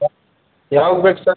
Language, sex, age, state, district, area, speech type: Kannada, male, 30-45, Karnataka, Bidar, urban, conversation